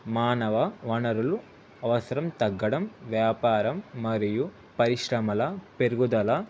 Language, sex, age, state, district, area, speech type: Telugu, male, 18-30, Telangana, Ranga Reddy, urban, spontaneous